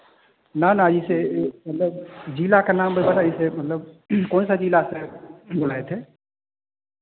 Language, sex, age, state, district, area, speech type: Hindi, male, 30-45, Bihar, Vaishali, urban, conversation